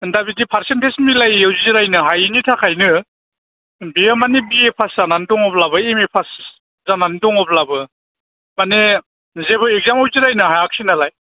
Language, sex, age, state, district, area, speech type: Bodo, male, 45-60, Assam, Chirang, rural, conversation